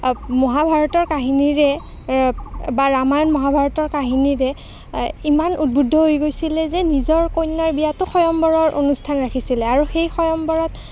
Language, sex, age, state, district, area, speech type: Assamese, female, 30-45, Assam, Nagaon, rural, spontaneous